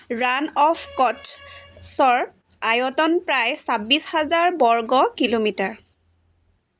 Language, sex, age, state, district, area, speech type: Assamese, female, 45-60, Assam, Dibrugarh, rural, read